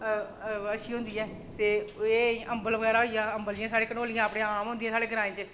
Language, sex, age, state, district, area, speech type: Dogri, female, 45-60, Jammu and Kashmir, Reasi, rural, spontaneous